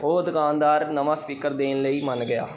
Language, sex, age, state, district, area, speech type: Punjabi, male, 18-30, Punjab, Pathankot, urban, spontaneous